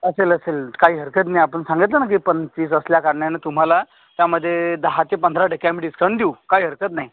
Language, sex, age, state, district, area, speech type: Marathi, male, 30-45, Maharashtra, Akola, rural, conversation